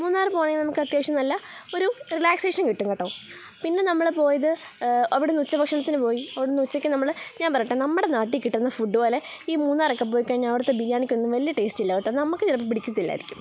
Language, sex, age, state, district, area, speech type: Malayalam, female, 18-30, Kerala, Kottayam, rural, spontaneous